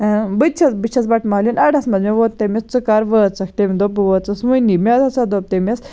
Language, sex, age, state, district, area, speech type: Kashmiri, female, 18-30, Jammu and Kashmir, Baramulla, rural, spontaneous